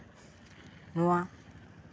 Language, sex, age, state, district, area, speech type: Santali, male, 18-30, West Bengal, Purba Bardhaman, rural, spontaneous